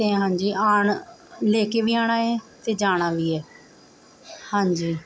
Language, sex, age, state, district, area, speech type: Punjabi, female, 45-60, Punjab, Mohali, urban, spontaneous